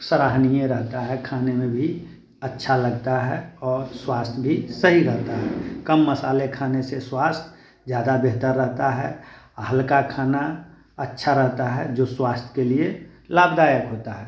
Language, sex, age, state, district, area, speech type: Hindi, male, 30-45, Bihar, Muzaffarpur, rural, spontaneous